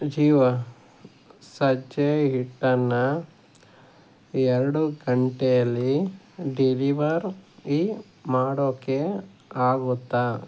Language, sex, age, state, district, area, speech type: Kannada, male, 18-30, Karnataka, Chikkaballapur, rural, read